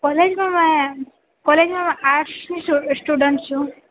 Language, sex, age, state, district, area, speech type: Gujarati, female, 18-30, Gujarat, Valsad, rural, conversation